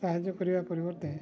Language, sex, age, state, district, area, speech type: Odia, male, 60+, Odisha, Mayurbhanj, rural, spontaneous